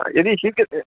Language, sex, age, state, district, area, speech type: Sanskrit, male, 45-60, Karnataka, Bangalore Urban, urban, conversation